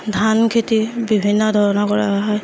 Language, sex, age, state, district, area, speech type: Assamese, female, 30-45, Assam, Darrang, rural, spontaneous